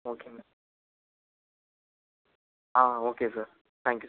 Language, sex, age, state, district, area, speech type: Tamil, male, 18-30, Tamil Nadu, Pudukkottai, rural, conversation